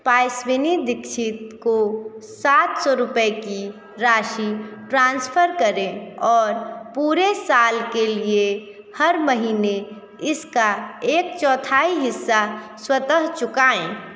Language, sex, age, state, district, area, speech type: Hindi, female, 18-30, Uttar Pradesh, Sonbhadra, rural, read